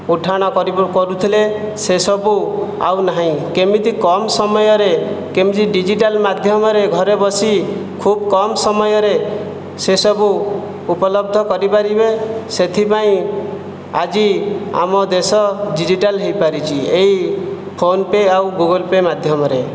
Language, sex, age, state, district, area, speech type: Odia, male, 18-30, Odisha, Jajpur, rural, spontaneous